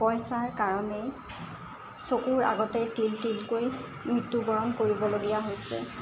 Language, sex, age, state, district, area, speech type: Assamese, female, 18-30, Assam, Jorhat, urban, spontaneous